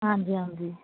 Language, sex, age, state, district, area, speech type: Punjabi, female, 30-45, Punjab, Kapurthala, rural, conversation